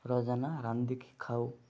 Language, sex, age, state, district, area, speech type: Odia, male, 30-45, Odisha, Malkangiri, urban, spontaneous